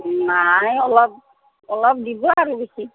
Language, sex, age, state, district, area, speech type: Assamese, female, 45-60, Assam, Kamrup Metropolitan, urban, conversation